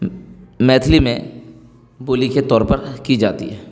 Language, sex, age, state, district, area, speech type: Urdu, male, 30-45, Bihar, Darbhanga, rural, spontaneous